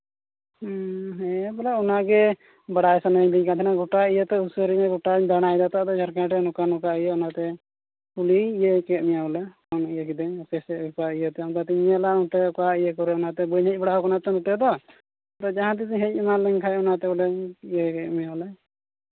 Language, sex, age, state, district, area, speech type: Santali, male, 18-30, Jharkhand, Pakur, rural, conversation